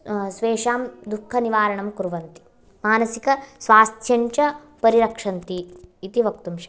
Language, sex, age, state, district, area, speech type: Sanskrit, female, 18-30, Karnataka, Bagalkot, urban, spontaneous